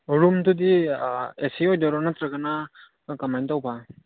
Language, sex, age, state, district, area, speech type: Manipuri, male, 30-45, Manipur, Churachandpur, rural, conversation